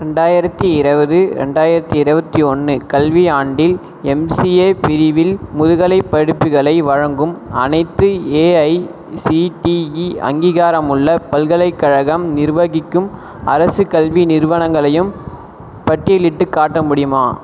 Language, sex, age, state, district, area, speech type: Tamil, male, 18-30, Tamil Nadu, Cuddalore, rural, read